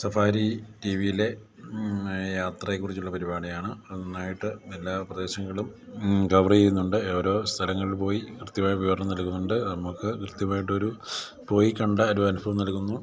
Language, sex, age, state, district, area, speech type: Malayalam, male, 45-60, Kerala, Idukki, rural, spontaneous